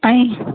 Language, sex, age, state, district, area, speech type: Sindhi, female, 18-30, Rajasthan, Ajmer, urban, conversation